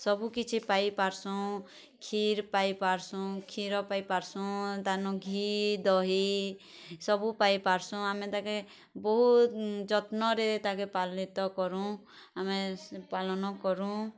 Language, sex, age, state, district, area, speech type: Odia, female, 30-45, Odisha, Bargarh, urban, spontaneous